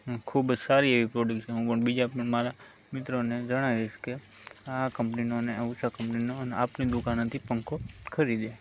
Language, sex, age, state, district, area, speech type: Gujarati, male, 45-60, Gujarat, Morbi, rural, spontaneous